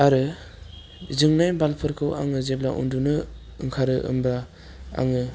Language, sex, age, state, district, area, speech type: Bodo, male, 18-30, Assam, Udalguri, urban, spontaneous